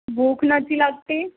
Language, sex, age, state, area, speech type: Gujarati, female, 18-30, Gujarat, urban, conversation